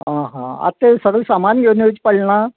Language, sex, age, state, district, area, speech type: Goan Konkani, male, 60+, Goa, Quepem, rural, conversation